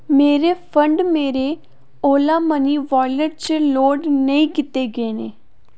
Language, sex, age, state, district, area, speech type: Dogri, female, 18-30, Jammu and Kashmir, Reasi, urban, read